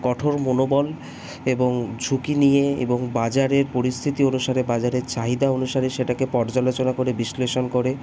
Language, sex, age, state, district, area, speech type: Bengali, male, 18-30, West Bengal, Kolkata, urban, spontaneous